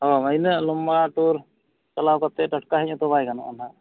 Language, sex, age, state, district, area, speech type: Santali, male, 30-45, Jharkhand, East Singhbhum, rural, conversation